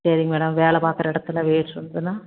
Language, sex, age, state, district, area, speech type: Tamil, female, 45-60, Tamil Nadu, Tiruppur, rural, conversation